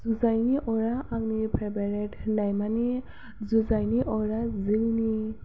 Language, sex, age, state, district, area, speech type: Bodo, female, 18-30, Assam, Kokrajhar, rural, spontaneous